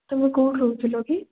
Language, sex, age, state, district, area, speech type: Odia, female, 18-30, Odisha, Koraput, urban, conversation